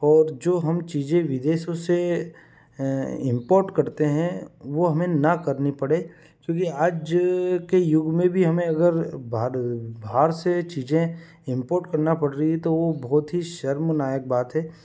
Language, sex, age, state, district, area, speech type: Hindi, male, 30-45, Madhya Pradesh, Ujjain, rural, spontaneous